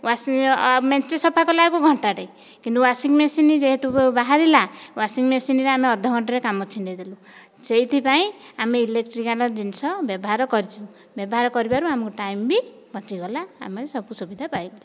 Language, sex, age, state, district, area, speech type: Odia, female, 45-60, Odisha, Dhenkanal, rural, spontaneous